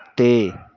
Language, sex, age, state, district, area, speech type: Punjabi, male, 30-45, Punjab, Patiala, rural, read